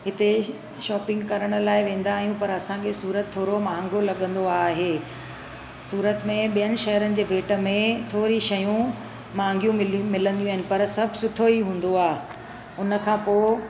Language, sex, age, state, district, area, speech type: Sindhi, female, 45-60, Gujarat, Surat, urban, spontaneous